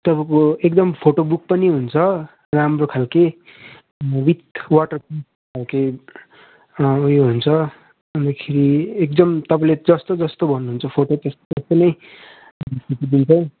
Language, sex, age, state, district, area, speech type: Nepali, male, 18-30, West Bengal, Darjeeling, rural, conversation